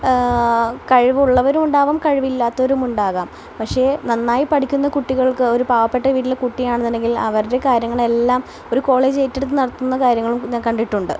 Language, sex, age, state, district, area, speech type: Malayalam, female, 18-30, Kerala, Palakkad, urban, spontaneous